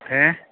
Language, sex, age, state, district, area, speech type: Malayalam, male, 60+, Kerala, Idukki, rural, conversation